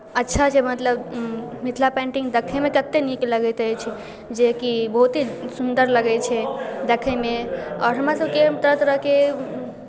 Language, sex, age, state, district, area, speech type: Maithili, female, 18-30, Bihar, Darbhanga, rural, spontaneous